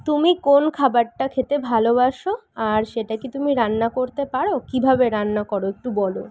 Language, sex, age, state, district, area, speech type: Bengali, female, 30-45, West Bengal, Kolkata, urban, spontaneous